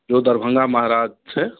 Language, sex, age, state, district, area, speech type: Hindi, male, 60+, Bihar, Darbhanga, urban, conversation